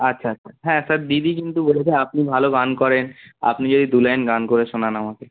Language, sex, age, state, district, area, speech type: Bengali, male, 18-30, West Bengal, Kolkata, urban, conversation